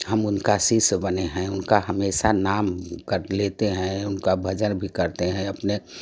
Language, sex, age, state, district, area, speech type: Hindi, female, 60+, Uttar Pradesh, Prayagraj, rural, spontaneous